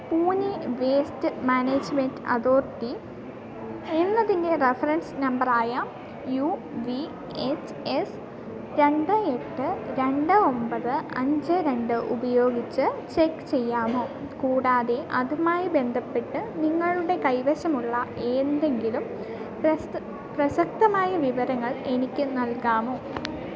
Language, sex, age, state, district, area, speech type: Malayalam, female, 18-30, Kerala, Idukki, rural, read